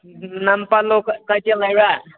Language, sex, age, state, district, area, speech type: Manipuri, male, 18-30, Manipur, Senapati, rural, conversation